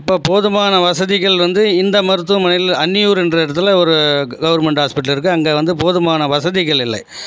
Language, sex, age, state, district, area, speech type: Tamil, male, 45-60, Tamil Nadu, Viluppuram, rural, spontaneous